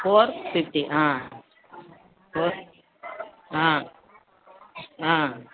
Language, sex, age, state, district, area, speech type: Tamil, female, 60+, Tamil Nadu, Tenkasi, urban, conversation